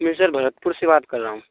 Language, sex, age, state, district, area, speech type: Hindi, male, 18-30, Rajasthan, Bharatpur, rural, conversation